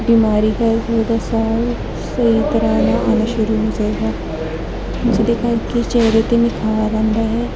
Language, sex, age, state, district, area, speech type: Punjabi, female, 18-30, Punjab, Gurdaspur, urban, spontaneous